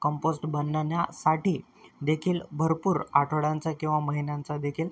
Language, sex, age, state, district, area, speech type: Marathi, male, 18-30, Maharashtra, Nanded, rural, spontaneous